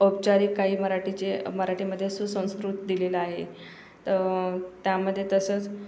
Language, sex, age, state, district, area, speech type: Marathi, female, 18-30, Maharashtra, Akola, urban, spontaneous